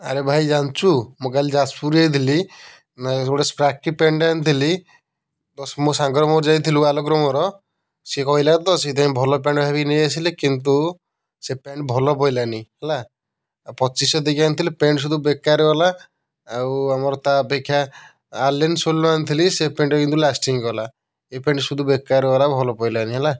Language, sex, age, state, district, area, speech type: Odia, male, 30-45, Odisha, Kendujhar, urban, spontaneous